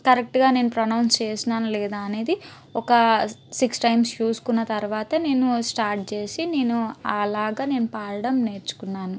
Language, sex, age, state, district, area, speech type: Telugu, female, 18-30, Andhra Pradesh, Palnadu, urban, spontaneous